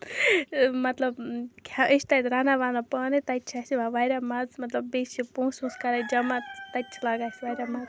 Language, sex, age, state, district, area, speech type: Kashmiri, other, 30-45, Jammu and Kashmir, Baramulla, urban, spontaneous